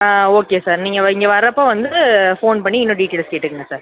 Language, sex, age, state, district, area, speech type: Tamil, female, 18-30, Tamil Nadu, Pudukkottai, urban, conversation